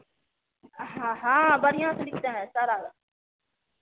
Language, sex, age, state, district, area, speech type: Hindi, female, 30-45, Bihar, Madhepura, rural, conversation